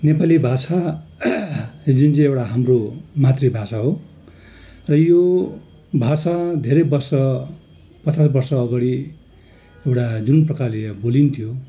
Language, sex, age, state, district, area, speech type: Nepali, male, 60+, West Bengal, Darjeeling, rural, spontaneous